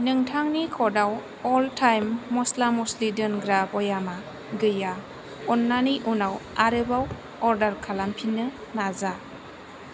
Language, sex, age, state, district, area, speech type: Bodo, female, 18-30, Assam, Chirang, rural, read